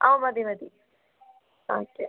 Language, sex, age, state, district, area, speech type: Malayalam, female, 18-30, Kerala, Kozhikode, rural, conversation